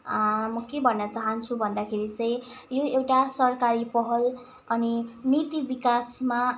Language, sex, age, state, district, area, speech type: Nepali, female, 18-30, West Bengal, Kalimpong, rural, spontaneous